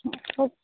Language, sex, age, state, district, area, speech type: Odia, female, 45-60, Odisha, Sambalpur, rural, conversation